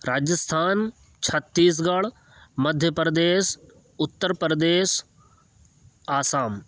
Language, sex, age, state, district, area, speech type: Urdu, male, 18-30, Uttar Pradesh, Ghaziabad, urban, spontaneous